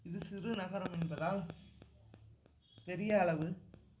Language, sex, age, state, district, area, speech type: Tamil, male, 30-45, Tamil Nadu, Mayiladuthurai, rural, spontaneous